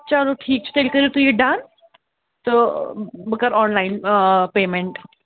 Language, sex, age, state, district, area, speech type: Kashmiri, female, 18-30, Jammu and Kashmir, Srinagar, urban, conversation